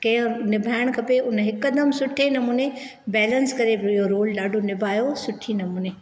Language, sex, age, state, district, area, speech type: Sindhi, female, 60+, Maharashtra, Thane, urban, spontaneous